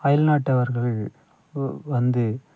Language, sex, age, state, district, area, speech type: Tamil, male, 30-45, Tamil Nadu, Thanjavur, rural, spontaneous